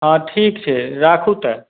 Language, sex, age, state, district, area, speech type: Maithili, male, 45-60, Bihar, Madhubani, rural, conversation